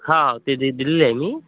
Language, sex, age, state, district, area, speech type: Marathi, male, 45-60, Maharashtra, Amravati, rural, conversation